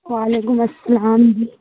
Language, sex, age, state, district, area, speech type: Urdu, female, 45-60, Bihar, Supaul, rural, conversation